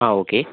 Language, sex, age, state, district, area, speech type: Malayalam, male, 45-60, Kerala, Wayanad, rural, conversation